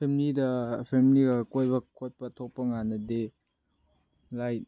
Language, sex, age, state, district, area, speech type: Manipuri, male, 18-30, Manipur, Chandel, rural, spontaneous